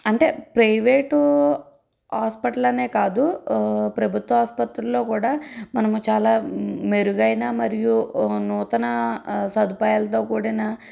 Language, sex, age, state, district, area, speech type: Telugu, female, 30-45, Andhra Pradesh, N T Rama Rao, urban, spontaneous